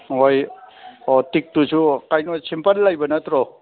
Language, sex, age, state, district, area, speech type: Manipuri, male, 60+, Manipur, Thoubal, rural, conversation